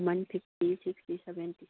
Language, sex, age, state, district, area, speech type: Manipuri, female, 60+, Manipur, Kangpokpi, urban, conversation